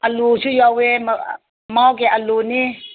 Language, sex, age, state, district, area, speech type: Manipuri, female, 60+, Manipur, Ukhrul, rural, conversation